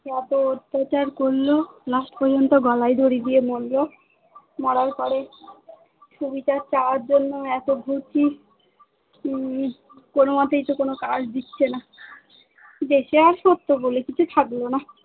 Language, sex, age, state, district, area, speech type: Bengali, female, 45-60, West Bengal, Darjeeling, urban, conversation